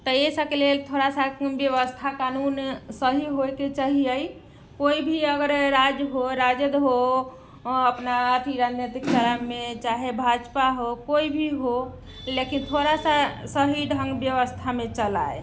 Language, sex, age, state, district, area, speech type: Maithili, female, 30-45, Bihar, Muzaffarpur, urban, spontaneous